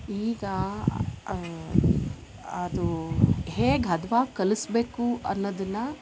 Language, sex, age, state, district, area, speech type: Kannada, female, 30-45, Karnataka, Koppal, rural, spontaneous